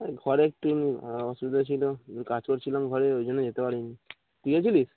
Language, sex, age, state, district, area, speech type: Bengali, male, 18-30, West Bengal, Dakshin Dinajpur, urban, conversation